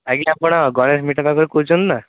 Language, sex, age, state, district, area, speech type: Odia, male, 18-30, Odisha, Cuttack, urban, conversation